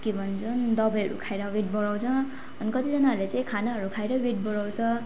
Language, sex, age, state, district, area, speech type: Nepali, female, 18-30, West Bengal, Darjeeling, rural, spontaneous